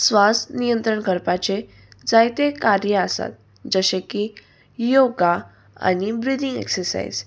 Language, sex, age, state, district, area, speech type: Goan Konkani, female, 18-30, Goa, Salcete, urban, spontaneous